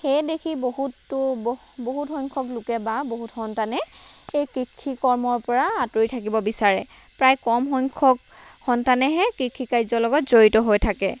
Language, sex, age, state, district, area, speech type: Assamese, female, 45-60, Assam, Lakhimpur, rural, spontaneous